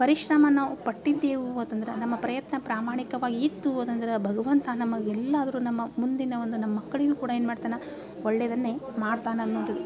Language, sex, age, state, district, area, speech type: Kannada, female, 30-45, Karnataka, Dharwad, rural, spontaneous